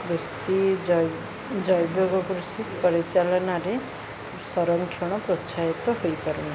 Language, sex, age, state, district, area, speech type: Odia, female, 30-45, Odisha, Ganjam, urban, spontaneous